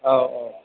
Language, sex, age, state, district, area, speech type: Bodo, male, 45-60, Assam, Chirang, rural, conversation